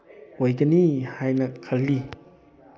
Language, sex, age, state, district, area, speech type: Manipuri, male, 18-30, Manipur, Bishnupur, rural, spontaneous